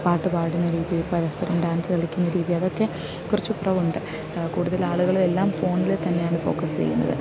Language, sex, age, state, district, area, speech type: Malayalam, female, 30-45, Kerala, Alappuzha, rural, spontaneous